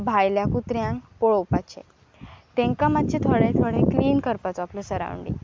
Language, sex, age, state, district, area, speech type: Goan Konkani, female, 18-30, Goa, Pernem, rural, spontaneous